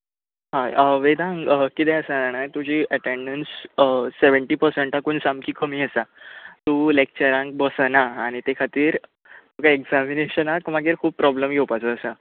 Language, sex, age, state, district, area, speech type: Goan Konkani, male, 18-30, Goa, Bardez, rural, conversation